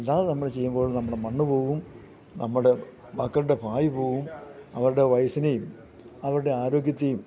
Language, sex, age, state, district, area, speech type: Malayalam, male, 60+, Kerala, Idukki, rural, spontaneous